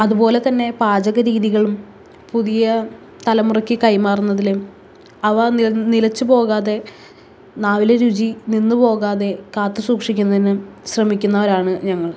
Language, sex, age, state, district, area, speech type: Malayalam, female, 18-30, Kerala, Thrissur, urban, spontaneous